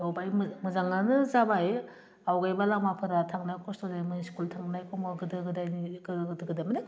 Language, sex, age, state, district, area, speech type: Bodo, female, 45-60, Assam, Udalguri, rural, spontaneous